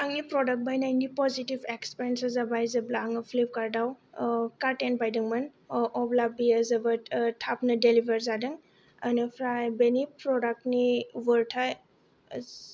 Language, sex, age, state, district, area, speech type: Bodo, female, 18-30, Assam, Kokrajhar, rural, spontaneous